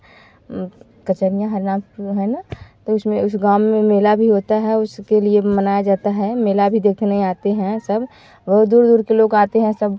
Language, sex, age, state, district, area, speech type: Hindi, female, 18-30, Uttar Pradesh, Varanasi, rural, spontaneous